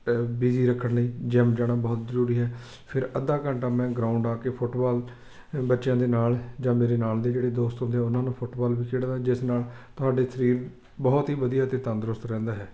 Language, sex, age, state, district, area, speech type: Punjabi, male, 30-45, Punjab, Fatehgarh Sahib, rural, spontaneous